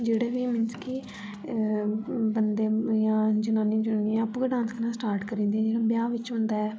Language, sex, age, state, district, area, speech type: Dogri, female, 18-30, Jammu and Kashmir, Jammu, urban, spontaneous